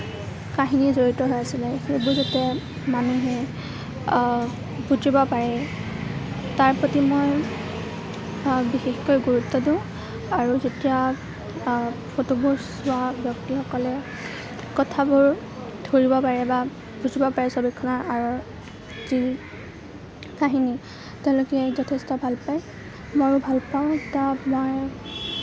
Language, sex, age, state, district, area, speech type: Assamese, female, 18-30, Assam, Kamrup Metropolitan, rural, spontaneous